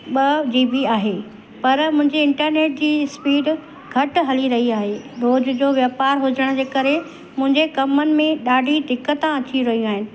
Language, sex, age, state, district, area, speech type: Sindhi, female, 45-60, Uttar Pradesh, Lucknow, urban, spontaneous